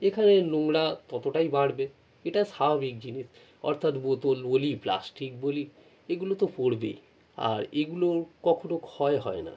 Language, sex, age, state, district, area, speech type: Bengali, male, 45-60, West Bengal, North 24 Parganas, urban, spontaneous